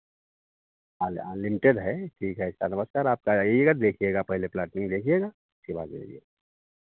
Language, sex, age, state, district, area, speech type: Hindi, male, 60+, Uttar Pradesh, Sitapur, rural, conversation